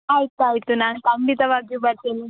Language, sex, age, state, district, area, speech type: Kannada, female, 18-30, Karnataka, Udupi, rural, conversation